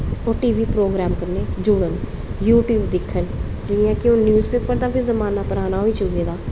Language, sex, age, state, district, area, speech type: Dogri, female, 30-45, Jammu and Kashmir, Udhampur, urban, spontaneous